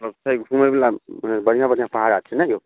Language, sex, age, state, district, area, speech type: Maithili, male, 30-45, Bihar, Samastipur, rural, conversation